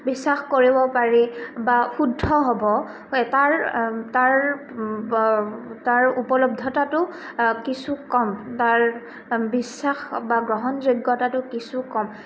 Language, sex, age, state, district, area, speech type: Assamese, female, 18-30, Assam, Goalpara, urban, spontaneous